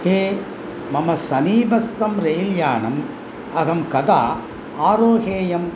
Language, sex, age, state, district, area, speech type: Sanskrit, male, 60+, Tamil Nadu, Coimbatore, urban, read